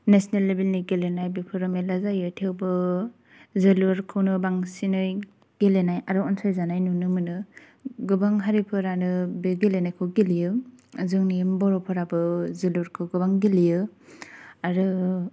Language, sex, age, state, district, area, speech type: Bodo, female, 18-30, Assam, Kokrajhar, rural, spontaneous